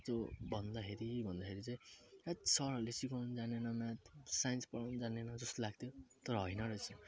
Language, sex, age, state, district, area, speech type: Nepali, male, 30-45, West Bengal, Jalpaiguri, urban, spontaneous